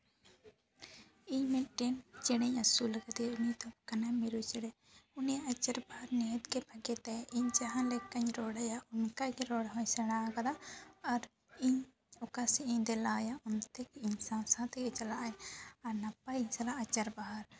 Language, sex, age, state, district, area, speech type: Santali, female, 18-30, West Bengal, Jhargram, rural, spontaneous